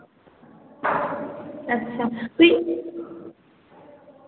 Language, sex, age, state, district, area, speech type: Hindi, female, 18-30, Uttar Pradesh, Azamgarh, rural, conversation